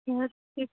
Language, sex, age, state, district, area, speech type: Maithili, female, 30-45, Bihar, Araria, rural, conversation